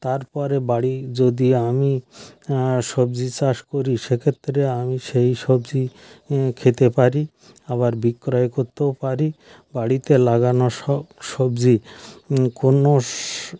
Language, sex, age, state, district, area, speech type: Bengali, male, 60+, West Bengal, North 24 Parganas, rural, spontaneous